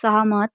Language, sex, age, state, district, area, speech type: Nepali, female, 18-30, West Bengal, Darjeeling, rural, read